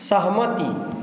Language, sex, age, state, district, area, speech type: Maithili, male, 60+, Bihar, Madhubani, urban, read